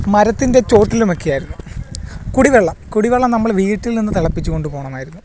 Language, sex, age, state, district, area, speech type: Malayalam, male, 30-45, Kerala, Alappuzha, rural, spontaneous